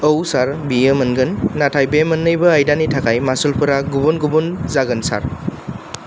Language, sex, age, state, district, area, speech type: Bodo, male, 18-30, Assam, Kokrajhar, urban, read